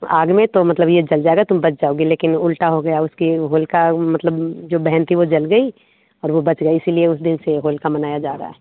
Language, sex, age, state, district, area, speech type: Hindi, female, 30-45, Bihar, Samastipur, urban, conversation